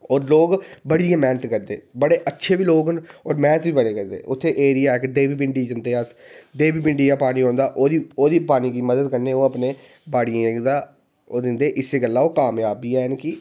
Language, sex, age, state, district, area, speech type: Dogri, male, 18-30, Jammu and Kashmir, Reasi, rural, spontaneous